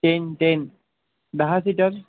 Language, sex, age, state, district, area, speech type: Marathi, male, 18-30, Maharashtra, Wardha, rural, conversation